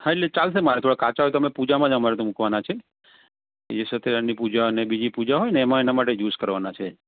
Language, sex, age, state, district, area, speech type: Gujarati, male, 30-45, Gujarat, Kheda, urban, conversation